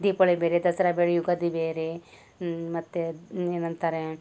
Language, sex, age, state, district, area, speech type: Kannada, female, 30-45, Karnataka, Gulbarga, urban, spontaneous